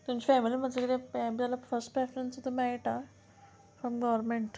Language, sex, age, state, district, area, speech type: Goan Konkani, female, 30-45, Goa, Murmgao, rural, spontaneous